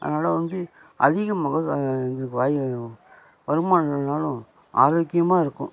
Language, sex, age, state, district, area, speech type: Tamil, male, 45-60, Tamil Nadu, Nagapattinam, rural, spontaneous